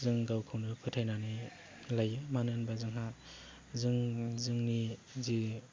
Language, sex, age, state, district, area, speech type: Bodo, male, 30-45, Assam, Baksa, urban, spontaneous